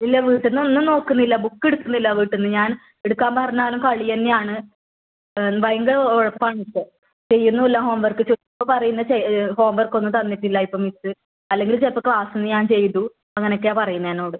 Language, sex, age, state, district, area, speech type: Malayalam, female, 18-30, Kerala, Kasaragod, rural, conversation